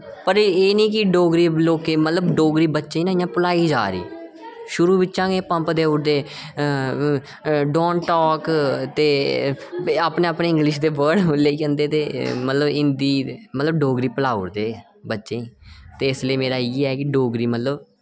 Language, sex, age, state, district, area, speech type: Dogri, male, 18-30, Jammu and Kashmir, Reasi, rural, spontaneous